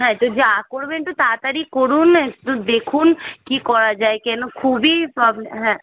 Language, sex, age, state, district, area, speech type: Bengali, female, 18-30, West Bengal, Kolkata, urban, conversation